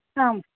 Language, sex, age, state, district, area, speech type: Sanskrit, female, 30-45, Kerala, Thiruvananthapuram, urban, conversation